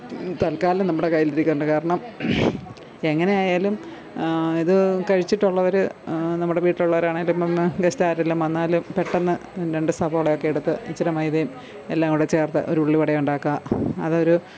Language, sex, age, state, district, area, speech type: Malayalam, female, 60+, Kerala, Pathanamthitta, rural, spontaneous